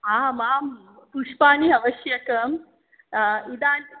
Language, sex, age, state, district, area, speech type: Sanskrit, female, 45-60, Maharashtra, Mumbai City, urban, conversation